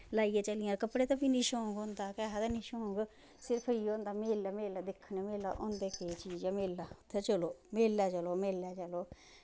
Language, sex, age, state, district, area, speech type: Dogri, female, 30-45, Jammu and Kashmir, Samba, rural, spontaneous